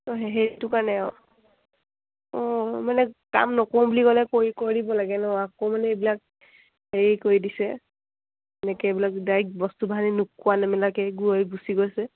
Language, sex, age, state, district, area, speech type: Assamese, female, 18-30, Assam, Dibrugarh, rural, conversation